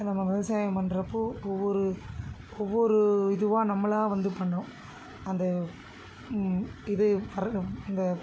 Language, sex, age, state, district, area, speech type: Tamil, female, 30-45, Tamil Nadu, Tiruvallur, urban, spontaneous